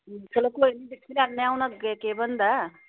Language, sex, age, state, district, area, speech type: Dogri, female, 30-45, Jammu and Kashmir, Samba, urban, conversation